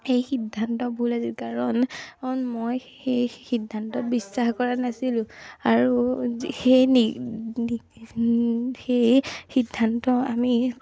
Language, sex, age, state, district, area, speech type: Assamese, female, 18-30, Assam, Majuli, urban, spontaneous